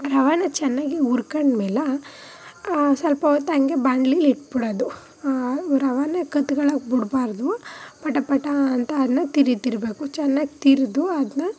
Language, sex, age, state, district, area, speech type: Kannada, female, 18-30, Karnataka, Chamarajanagar, rural, spontaneous